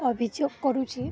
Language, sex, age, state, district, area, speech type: Odia, female, 18-30, Odisha, Balangir, urban, spontaneous